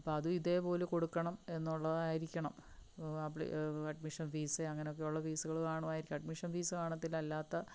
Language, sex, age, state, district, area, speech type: Malayalam, female, 45-60, Kerala, Palakkad, rural, spontaneous